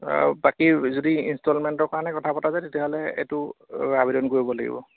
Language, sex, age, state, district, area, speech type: Assamese, male, 30-45, Assam, Majuli, urban, conversation